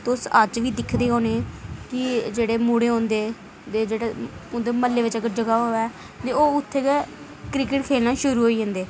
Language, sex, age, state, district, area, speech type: Dogri, female, 18-30, Jammu and Kashmir, Reasi, rural, spontaneous